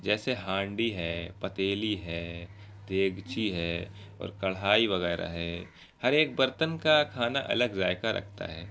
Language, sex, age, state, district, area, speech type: Urdu, male, 18-30, Bihar, Araria, rural, spontaneous